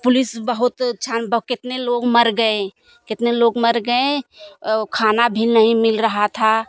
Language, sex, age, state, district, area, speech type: Hindi, female, 45-60, Uttar Pradesh, Jaunpur, rural, spontaneous